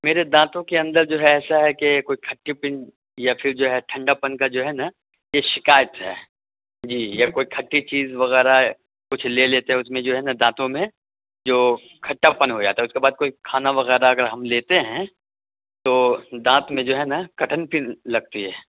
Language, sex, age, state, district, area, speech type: Urdu, male, 30-45, Delhi, Central Delhi, urban, conversation